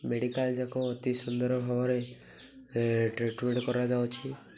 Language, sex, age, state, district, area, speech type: Odia, male, 18-30, Odisha, Koraput, urban, spontaneous